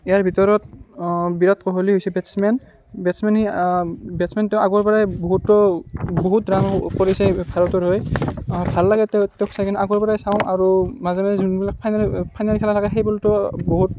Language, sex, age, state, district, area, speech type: Assamese, male, 18-30, Assam, Barpeta, rural, spontaneous